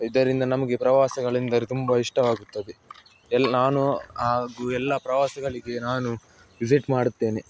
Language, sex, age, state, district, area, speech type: Kannada, male, 18-30, Karnataka, Udupi, rural, spontaneous